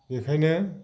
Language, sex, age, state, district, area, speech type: Bodo, male, 45-60, Assam, Baksa, rural, spontaneous